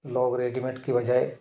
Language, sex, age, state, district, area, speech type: Hindi, male, 30-45, Madhya Pradesh, Ujjain, urban, spontaneous